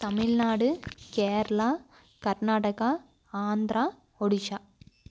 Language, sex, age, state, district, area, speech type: Tamil, female, 18-30, Tamil Nadu, Coimbatore, rural, spontaneous